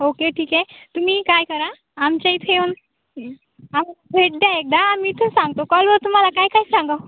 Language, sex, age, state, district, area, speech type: Marathi, female, 18-30, Maharashtra, Nanded, rural, conversation